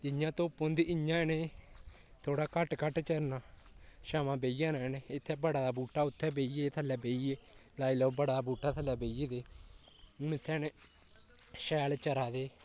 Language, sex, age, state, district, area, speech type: Dogri, male, 18-30, Jammu and Kashmir, Kathua, rural, spontaneous